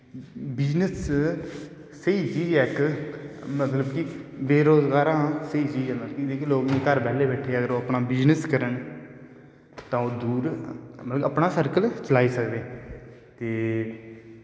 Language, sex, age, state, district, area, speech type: Dogri, male, 18-30, Jammu and Kashmir, Udhampur, rural, spontaneous